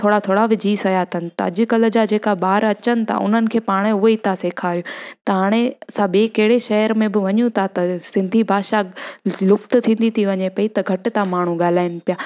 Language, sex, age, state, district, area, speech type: Sindhi, female, 18-30, Gujarat, Junagadh, rural, spontaneous